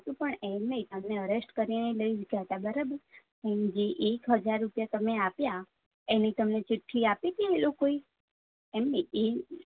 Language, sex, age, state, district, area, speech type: Gujarati, female, 18-30, Gujarat, Anand, rural, conversation